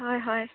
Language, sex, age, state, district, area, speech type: Assamese, female, 18-30, Assam, Majuli, urban, conversation